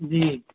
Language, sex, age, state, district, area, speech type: Hindi, male, 30-45, Uttar Pradesh, Sitapur, rural, conversation